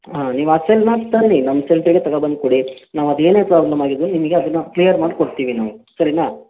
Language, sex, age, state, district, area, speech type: Kannada, male, 30-45, Karnataka, Shimoga, urban, conversation